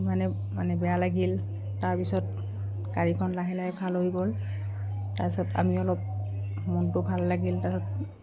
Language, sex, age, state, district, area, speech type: Assamese, female, 45-60, Assam, Udalguri, rural, spontaneous